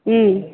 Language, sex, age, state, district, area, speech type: Tamil, female, 30-45, Tamil Nadu, Tirupattur, rural, conversation